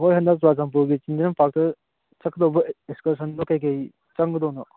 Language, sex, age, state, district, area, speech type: Manipuri, male, 18-30, Manipur, Churachandpur, rural, conversation